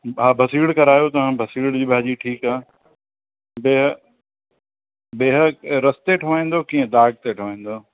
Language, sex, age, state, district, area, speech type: Sindhi, male, 45-60, Uttar Pradesh, Lucknow, rural, conversation